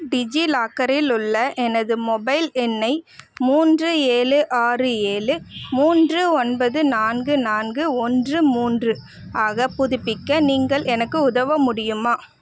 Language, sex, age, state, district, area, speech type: Tamil, female, 30-45, Tamil Nadu, Chennai, urban, read